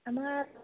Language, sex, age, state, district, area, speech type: Assamese, female, 30-45, Assam, Majuli, urban, conversation